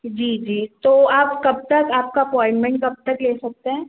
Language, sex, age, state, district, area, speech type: Hindi, female, 18-30, Madhya Pradesh, Jabalpur, urban, conversation